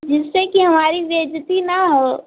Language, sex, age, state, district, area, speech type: Hindi, female, 18-30, Uttar Pradesh, Azamgarh, rural, conversation